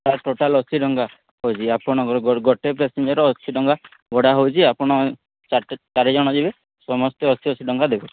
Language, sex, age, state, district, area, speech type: Odia, male, 30-45, Odisha, Sambalpur, rural, conversation